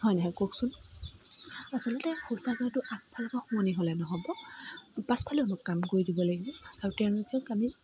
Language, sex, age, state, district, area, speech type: Assamese, female, 18-30, Assam, Dibrugarh, rural, spontaneous